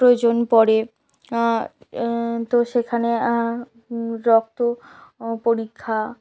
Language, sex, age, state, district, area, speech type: Bengali, female, 18-30, West Bengal, South 24 Parganas, rural, spontaneous